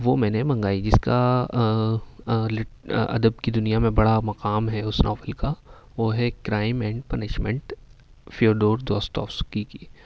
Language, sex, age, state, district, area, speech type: Urdu, male, 18-30, Uttar Pradesh, Ghaziabad, urban, spontaneous